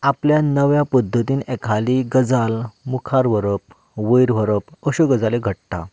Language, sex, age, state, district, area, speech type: Goan Konkani, male, 30-45, Goa, Canacona, rural, spontaneous